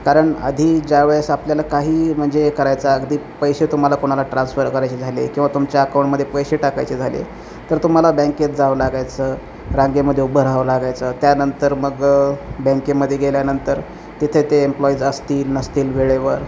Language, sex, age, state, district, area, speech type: Marathi, male, 30-45, Maharashtra, Osmanabad, rural, spontaneous